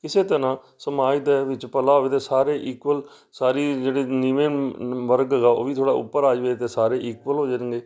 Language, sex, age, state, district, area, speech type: Punjabi, male, 45-60, Punjab, Amritsar, urban, spontaneous